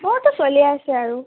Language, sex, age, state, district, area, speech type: Assamese, female, 18-30, Assam, Sonitpur, rural, conversation